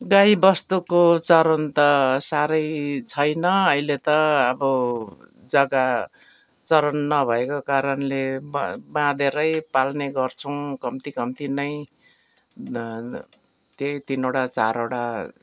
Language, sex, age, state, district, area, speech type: Nepali, female, 60+, West Bengal, Darjeeling, rural, spontaneous